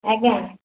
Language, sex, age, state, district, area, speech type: Odia, female, 60+, Odisha, Gajapati, rural, conversation